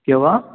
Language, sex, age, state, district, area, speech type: Hindi, male, 18-30, Rajasthan, Jodhpur, urban, conversation